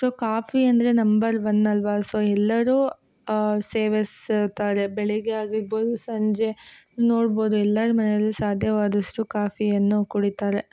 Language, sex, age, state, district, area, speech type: Kannada, female, 18-30, Karnataka, Hassan, urban, spontaneous